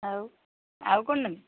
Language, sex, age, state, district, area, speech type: Odia, female, 45-60, Odisha, Angul, rural, conversation